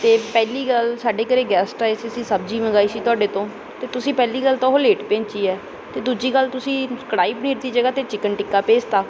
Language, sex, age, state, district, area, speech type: Punjabi, female, 18-30, Punjab, Bathinda, rural, spontaneous